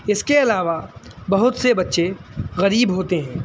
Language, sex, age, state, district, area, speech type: Urdu, male, 18-30, Uttar Pradesh, Shahjahanpur, urban, spontaneous